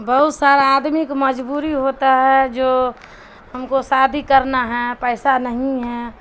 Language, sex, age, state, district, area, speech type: Urdu, female, 60+, Bihar, Darbhanga, rural, spontaneous